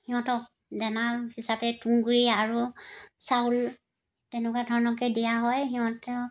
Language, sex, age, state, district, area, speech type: Assamese, female, 60+, Assam, Dibrugarh, rural, spontaneous